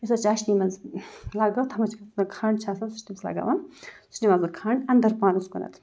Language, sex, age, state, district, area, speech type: Kashmiri, female, 18-30, Jammu and Kashmir, Ganderbal, rural, spontaneous